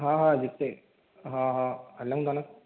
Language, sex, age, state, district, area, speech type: Sindhi, male, 18-30, Maharashtra, Thane, urban, conversation